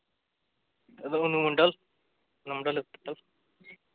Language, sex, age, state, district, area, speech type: Santali, male, 18-30, Jharkhand, East Singhbhum, rural, conversation